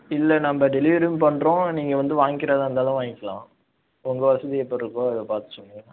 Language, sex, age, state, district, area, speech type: Tamil, male, 18-30, Tamil Nadu, Nagapattinam, rural, conversation